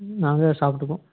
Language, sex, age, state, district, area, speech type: Tamil, male, 18-30, Tamil Nadu, Tiruppur, rural, conversation